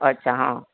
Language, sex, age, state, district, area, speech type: Gujarati, male, 18-30, Gujarat, Ahmedabad, urban, conversation